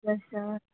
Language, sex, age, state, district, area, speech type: Kannada, female, 30-45, Karnataka, Bidar, urban, conversation